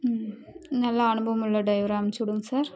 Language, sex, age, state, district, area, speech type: Tamil, female, 18-30, Tamil Nadu, Dharmapuri, rural, spontaneous